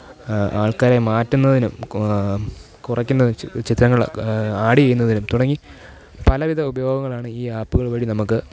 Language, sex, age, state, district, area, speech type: Malayalam, male, 18-30, Kerala, Thiruvananthapuram, rural, spontaneous